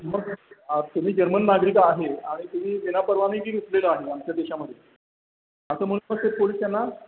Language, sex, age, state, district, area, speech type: Marathi, male, 60+, Maharashtra, Satara, urban, conversation